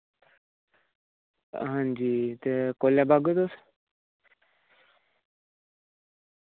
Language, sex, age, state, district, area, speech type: Dogri, female, 30-45, Jammu and Kashmir, Reasi, urban, conversation